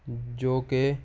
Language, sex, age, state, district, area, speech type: Urdu, male, 18-30, Maharashtra, Nashik, urban, spontaneous